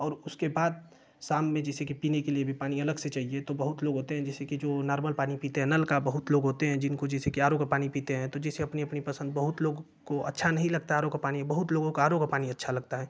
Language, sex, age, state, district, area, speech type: Hindi, male, 18-30, Uttar Pradesh, Ghazipur, rural, spontaneous